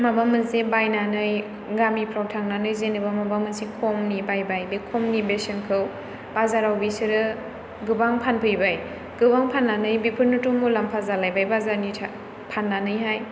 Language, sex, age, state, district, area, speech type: Bodo, female, 18-30, Assam, Chirang, urban, spontaneous